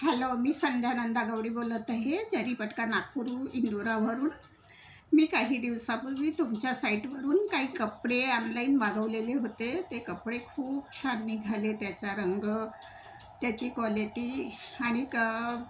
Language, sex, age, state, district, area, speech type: Marathi, female, 60+, Maharashtra, Nagpur, urban, spontaneous